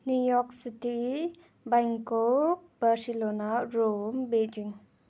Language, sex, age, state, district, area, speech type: Nepali, female, 18-30, West Bengal, Darjeeling, rural, spontaneous